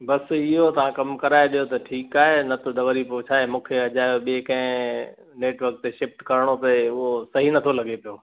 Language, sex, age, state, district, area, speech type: Sindhi, male, 60+, Gujarat, Kutch, urban, conversation